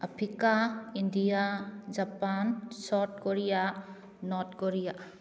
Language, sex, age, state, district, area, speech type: Manipuri, female, 30-45, Manipur, Kakching, rural, spontaneous